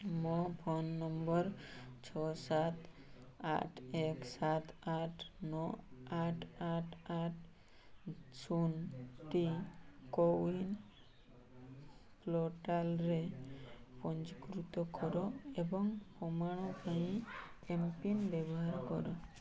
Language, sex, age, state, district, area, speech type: Odia, male, 18-30, Odisha, Mayurbhanj, rural, read